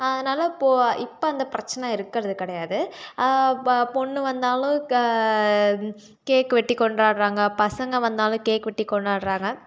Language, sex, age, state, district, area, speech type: Tamil, female, 18-30, Tamil Nadu, Salem, urban, spontaneous